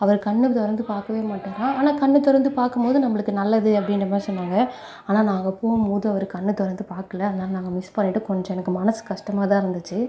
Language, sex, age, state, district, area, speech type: Tamil, female, 45-60, Tamil Nadu, Sivaganga, rural, spontaneous